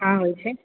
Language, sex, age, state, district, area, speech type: Maithili, female, 30-45, Bihar, Purnia, rural, conversation